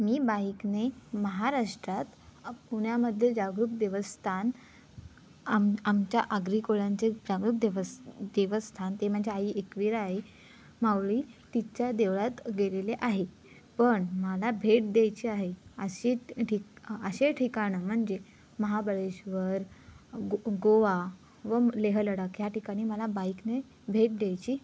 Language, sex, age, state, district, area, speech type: Marathi, female, 18-30, Maharashtra, Raigad, rural, spontaneous